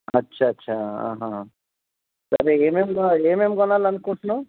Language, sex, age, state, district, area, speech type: Telugu, male, 60+, Telangana, Hyderabad, rural, conversation